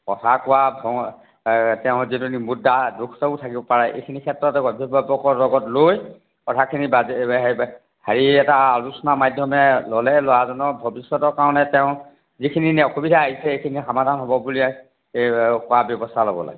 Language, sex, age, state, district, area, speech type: Assamese, male, 60+, Assam, Charaideo, urban, conversation